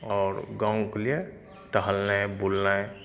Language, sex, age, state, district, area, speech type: Maithili, male, 60+, Bihar, Madhepura, urban, spontaneous